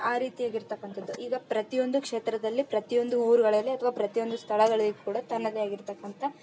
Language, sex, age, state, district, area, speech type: Kannada, female, 30-45, Karnataka, Vijayanagara, rural, spontaneous